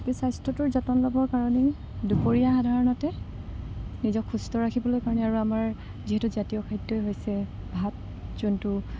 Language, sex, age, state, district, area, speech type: Assamese, female, 30-45, Assam, Morigaon, rural, spontaneous